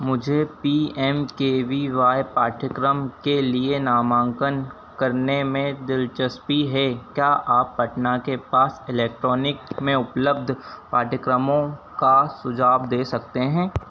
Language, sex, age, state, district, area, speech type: Hindi, male, 30-45, Madhya Pradesh, Harda, urban, read